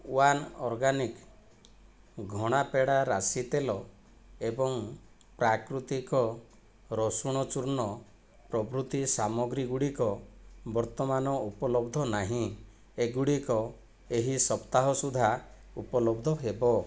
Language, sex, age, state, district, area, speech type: Odia, male, 30-45, Odisha, Kandhamal, rural, read